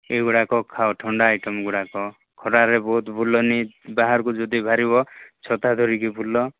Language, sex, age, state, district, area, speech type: Odia, male, 30-45, Odisha, Koraput, urban, conversation